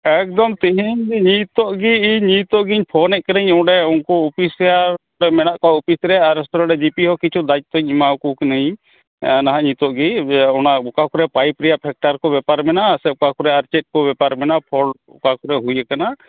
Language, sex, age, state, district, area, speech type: Santali, male, 45-60, West Bengal, Malda, rural, conversation